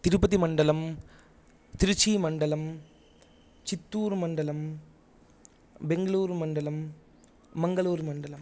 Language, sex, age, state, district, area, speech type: Sanskrit, male, 18-30, Andhra Pradesh, Chittoor, rural, spontaneous